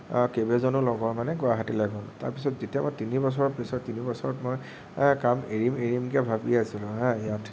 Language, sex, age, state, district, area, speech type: Assamese, male, 18-30, Assam, Nagaon, rural, spontaneous